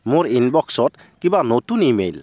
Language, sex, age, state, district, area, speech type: Assamese, male, 30-45, Assam, Kamrup Metropolitan, urban, read